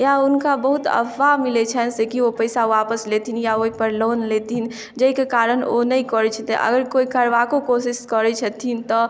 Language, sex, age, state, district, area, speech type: Maithili, female, 18-30, Bihar, Madhubani, rural, spontaneous